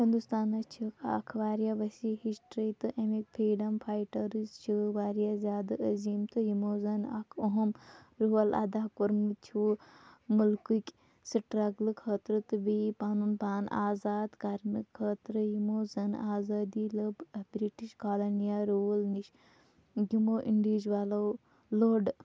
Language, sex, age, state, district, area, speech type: Kashmiri, female, 18-30, Jammu and Kashmir, Shopian, rural, spontaneous